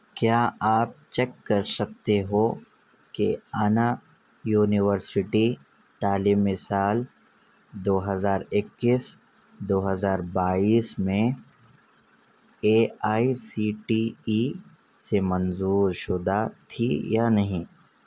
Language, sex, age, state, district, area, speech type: Urdu, male, 18-30, Telangana, Hyderabad, urban, read